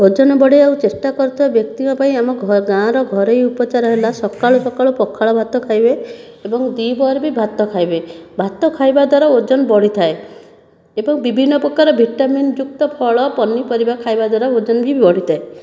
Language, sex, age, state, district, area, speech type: Odia, female, 30-45, Odisha, Khordha, rural, spontaneous